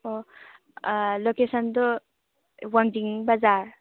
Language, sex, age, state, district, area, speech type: Manipuri, female, 18-30, Manipur, Churachandpur, rural, conversation